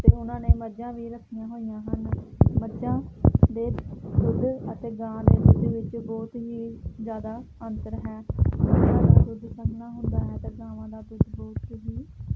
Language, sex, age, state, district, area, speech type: Punjabi, female, 18-30, Punjab, Hoshiarpur, rural, spontaneous